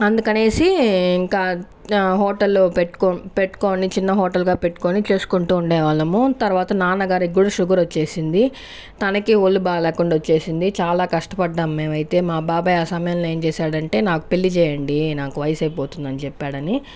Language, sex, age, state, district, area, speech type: Telugu, female, 30-45, Andhra Pradesh, Sri Balaji, rural, spontaneous